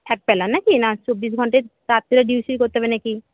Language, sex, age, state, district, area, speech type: Bengali, female, 30-45, West Bengal, Paschim Medinipur, rural, conversation